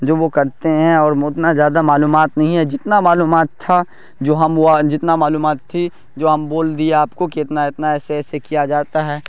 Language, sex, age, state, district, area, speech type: Urdu, male, 18-30, Bihar, Darbhanga, rural, spontaneous